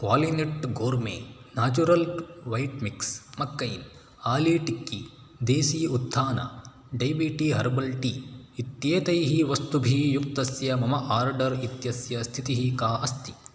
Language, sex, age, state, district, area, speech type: Sanskrit, male, 18-30, Karnataka, Uttara Kannada, rural, read